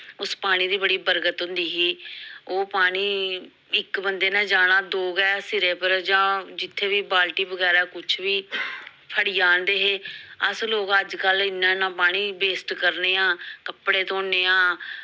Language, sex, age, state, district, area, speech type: Dogri, female, 45-60, Jammu and Kashmir, Samba, urban, spontaneous